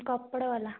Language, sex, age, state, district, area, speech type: Odia, female, 18-30, Odisha, Nayagarh, rural, conversation